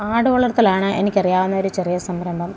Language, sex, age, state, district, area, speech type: Malayalam, female, 45-60, Kerala, Thiruvananthapuram, rural, spontaneous